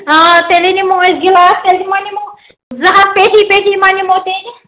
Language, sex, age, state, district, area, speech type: Kashmiri, female, 18-30, Jammu and Kashmir, Ganderbal, rural, conversation